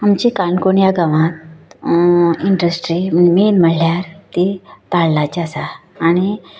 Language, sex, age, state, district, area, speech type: Goan Konkani, female, 30-45, Goa, Canacona, rural, spontaneous